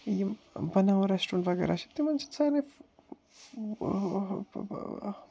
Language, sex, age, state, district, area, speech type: Kashmiri, male, 18-30, Jammu and Kashmir, Srinagar, urban, spontaneous